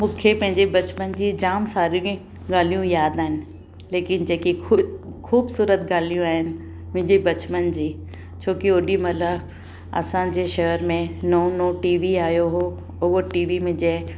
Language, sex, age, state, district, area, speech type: Sindhi, female, 45-60, Maharashtra, Mumbai Suburban, urban, spontaneous